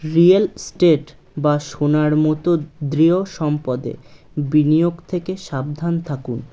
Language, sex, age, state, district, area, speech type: Bengali, male, 18-30, West Bengal, Birbhum, urban, read